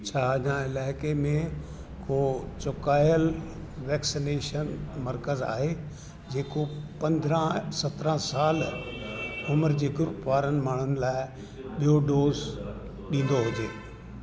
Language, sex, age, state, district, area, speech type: Sindhi, male, 60+, Delhi, South Delhi, urban, read